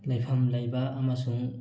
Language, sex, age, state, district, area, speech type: Manipuri, male, 30-45, Manipur, Thoubal, rural, spontaneous